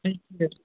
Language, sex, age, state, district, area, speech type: Kashmiri, male, 45-60, Jammu and Kashmir, Budgam, rural, conversation